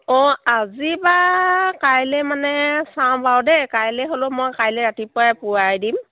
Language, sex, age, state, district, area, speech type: Assamese, female, 45-60, Assam, Sivasagar, rural, conversation